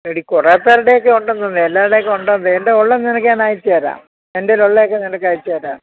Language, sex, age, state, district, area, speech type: Malayalam, female, 60+, Kerala, Thiruvananthapuram, urban, conversation